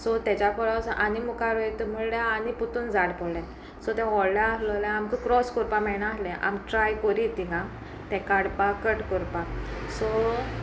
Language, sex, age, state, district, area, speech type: Goan Konkani, female, 18-30, Goa, Sanguem, rural, spontaneous